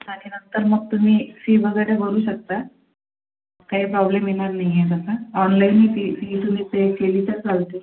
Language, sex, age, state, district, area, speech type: Marathi, female, 45-60, Maharashtra, Akola, urban, conversation